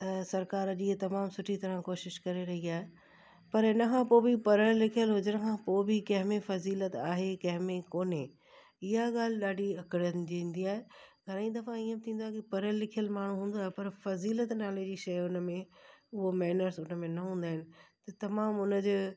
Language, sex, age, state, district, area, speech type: Sindhi, female, 45-60, Gujarat, Kutch, urban, spontaneous